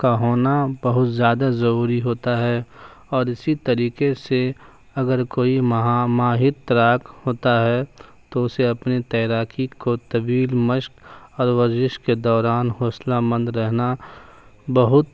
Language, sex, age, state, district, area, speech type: Urdu, male, 18-30, Bihar, Darbhanga, urban, spontaneous